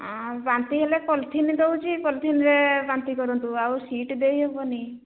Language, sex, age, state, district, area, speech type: Odia, female, 45-60, Odisha, Angul, rural, conversation